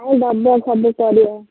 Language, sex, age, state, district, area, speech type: Odia, female, 45-60, Odisha, Gajapati, rural, conversation